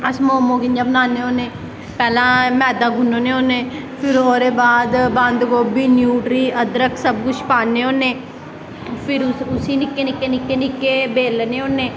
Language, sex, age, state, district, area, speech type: Dogri, female, 18-30, Jammu and Kashmir, Samba, rural, spontaneous